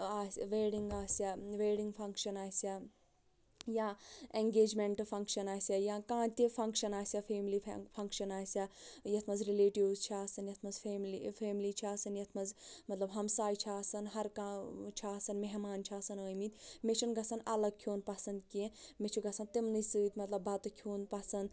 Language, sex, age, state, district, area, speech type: Kashmiri, female, 45-60, Jammu and Kashmir, Anantnag, rural, spontaneous